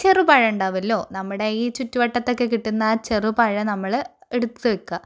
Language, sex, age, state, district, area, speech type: Malayalam, female, 18-30, Kerala, Malappuram, rural, spontaneous